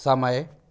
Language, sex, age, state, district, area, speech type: Hindi, male, 18-30, Madhya Pradesh, Bhopal, urban, read